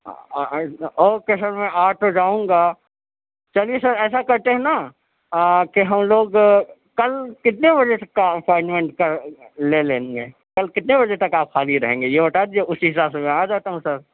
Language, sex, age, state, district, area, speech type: Urdu, male, 30-45, Delhi, Central Delhi, urban, conversation